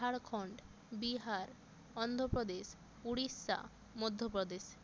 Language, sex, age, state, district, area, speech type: Bengali, female, 18-30, West Bengal, Jalpaiguri, rural, spontaneous